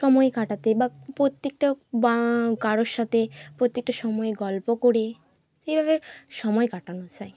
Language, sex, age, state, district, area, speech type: Bengali, female, 30-45, West Bengal, Bankura, urban, spontaneous